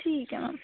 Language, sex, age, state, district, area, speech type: Punjabi, female, 18-30, Punjab, Sangrur, urban, conversation